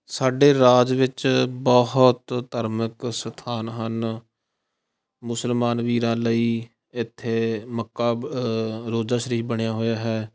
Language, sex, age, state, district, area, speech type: Punjabi, male, 18-30, Punjab, Fatehgarh Sahib, rural, spontaneous